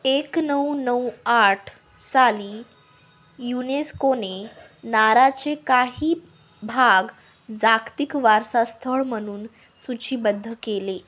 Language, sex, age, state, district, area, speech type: Marathi, female, 18-30, Maharashtra, Nanded, rural, read